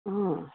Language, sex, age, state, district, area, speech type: Nepali, female, 45-60, West Bengal, Alipurduar, urban, conversation